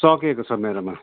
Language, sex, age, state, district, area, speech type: Nepali, male, 60+, West Bengal, Kalimpong, rural, conversation